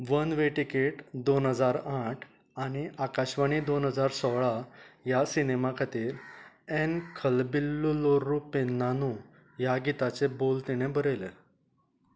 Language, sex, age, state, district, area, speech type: Goan Konkani, male, 45-60, Goa, Canacona, rural, read